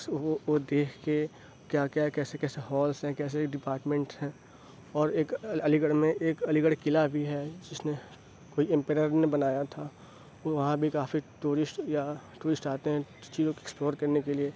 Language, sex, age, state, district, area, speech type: Urdu, male, 30-45, Uttar Pradesh, Aligarh, rural, spontaneous